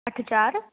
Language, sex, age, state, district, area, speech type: Sindhi, female, 18-30, Delhi, South Delhi, urban, conversation